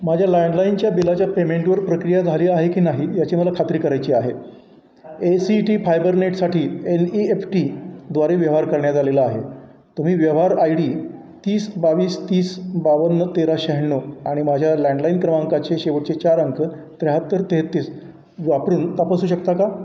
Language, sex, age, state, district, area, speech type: Marathi, male, 60+, Maharashtra, Satara, urban, read